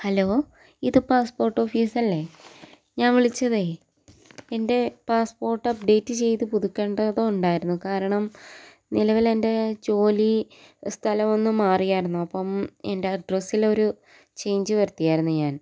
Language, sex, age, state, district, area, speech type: Malayalam, female, 18-30, Kerala, Palakkad, rural, spontaneous